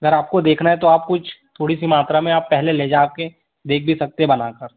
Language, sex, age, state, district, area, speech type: Hindi, male, 18-30, Madhya Pradesh, Betul, rural, conversation